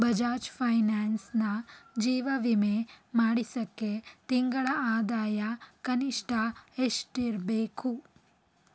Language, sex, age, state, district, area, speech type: Kannada, female, 30-45, Karnataka, Davanagere, urban, read